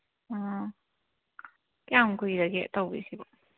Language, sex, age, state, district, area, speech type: Manipuri, female, 18-30, Manipur, Kangpokpi, urban, conversation